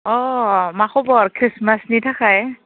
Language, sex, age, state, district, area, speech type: Bodo, female, 30-45, Assam, Baksa, rural, conversation